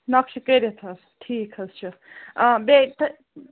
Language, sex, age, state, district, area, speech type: Kashmiri, female, 30-45, Jammu and Kashmir, Ganderbal, rural, conversation